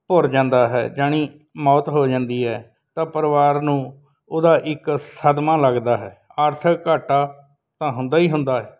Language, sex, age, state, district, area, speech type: Punjabi, male, 60+, Punjab, Bathinda, rural, spontaneous